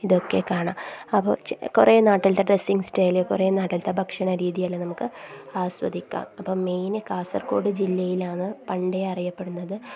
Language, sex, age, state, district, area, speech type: Malayalam, female, 30-45, Kerala, Kasaragod, rural, spontaneous